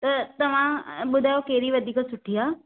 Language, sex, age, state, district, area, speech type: Sindhi, female, 18-30, Maharashtra, Thane, urban, conversation